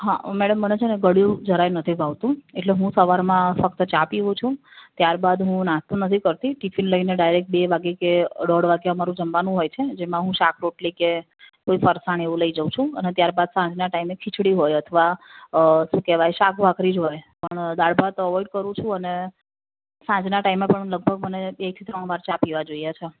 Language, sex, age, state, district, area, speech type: Gujarati, female, 18-30, Gujarat, Ahmedabad, urban, conversation